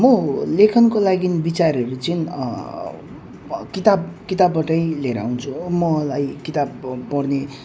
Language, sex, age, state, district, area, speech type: Nepali, male, 30-45, West Bengal, Jalpaiguri, urban, spontaneous